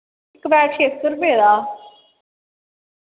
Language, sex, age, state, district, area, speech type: Dogri, female, 18-30, Jammu and Kashmir, Samba, rural, conversation